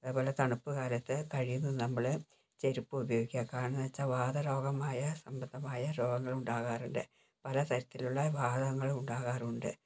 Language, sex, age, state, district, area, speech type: Malayalam, female, 60+, Kerala, Wayanad, rural, spontaneous